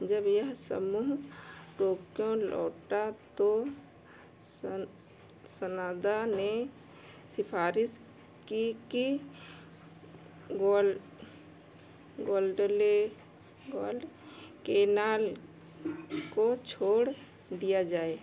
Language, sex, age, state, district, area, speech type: Hindi, female, 60+, Uttar Pradesh, Ayodhya, urban, read